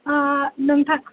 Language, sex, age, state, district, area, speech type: Bodo, female, 18-30, Assam, Kokrajhar, rural, conversation